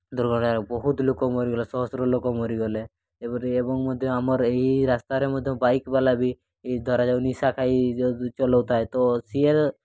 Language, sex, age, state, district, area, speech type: Odia, male, 18-30, Odisha, Mayurbhanj, rural, spontaneous